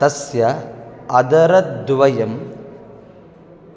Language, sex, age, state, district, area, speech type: Sanskrit, male, 30-45, Kerala, Kasaragod, rural, spontaneous